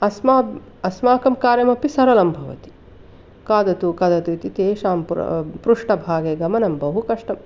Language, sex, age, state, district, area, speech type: Sanskrit, female, 45-60, Karnataka, Mandya, urban, spontaneous